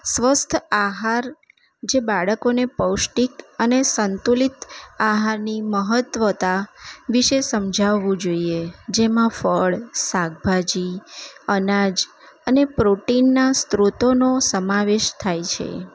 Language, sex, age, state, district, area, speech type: Gujarati, female, 30-45, Gujarat, Kheda, urban, spontaneous